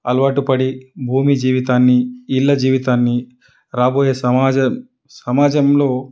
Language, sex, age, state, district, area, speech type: Telugu, male, 30-45, Telangana, Karimnagar, rural, spontaneous